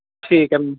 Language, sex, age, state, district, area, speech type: Punjabi, male, 18-30, Punjab, Ludhiana, urban, conversation